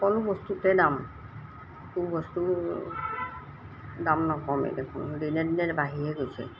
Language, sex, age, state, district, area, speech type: Assamese, female, 60+, Assam, Golaghat, urban, spontaneous